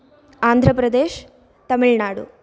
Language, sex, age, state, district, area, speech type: Sanskrit, female, 18-30, Karnataka, Bagalkot, urban, spontaneous